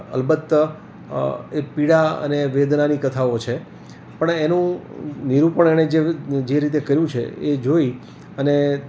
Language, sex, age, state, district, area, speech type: Gujarati, male, 60+, Gujarat, Rajkot, urban, spontaneous